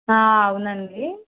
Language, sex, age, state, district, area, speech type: Telugu, female, 18-30, Andhra Pradesh, Vizianagaram, rural, conversation